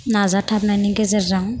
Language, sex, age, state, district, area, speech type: Bodo, female, 18-30, Assam, Chirang, rural, spontaneous